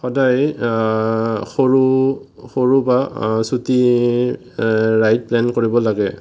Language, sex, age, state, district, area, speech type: Assamese, male, 18-30, Assam, Morigaon, rural, spontaneous